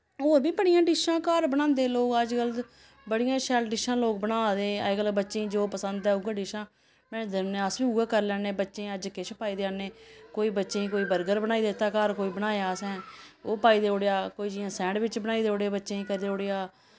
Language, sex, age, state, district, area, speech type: Dogri, female, 30-45, Jammu and Kashmir, Samba, rural, spontaneous